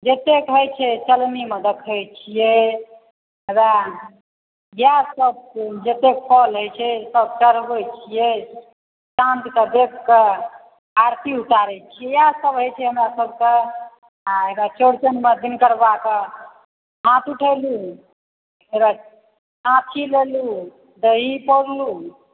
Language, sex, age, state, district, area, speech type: Maithili, female, 60+, Bihar, Supaul, rural, conversation